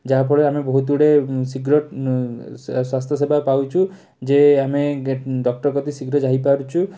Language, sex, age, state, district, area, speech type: Odia, male, 18-30, Odisha, Cuttack, urban, spontaneous